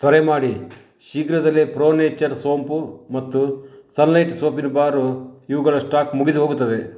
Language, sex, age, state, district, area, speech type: Kannada, male, 60+, Karnataka, Bangalore Rural, rural, read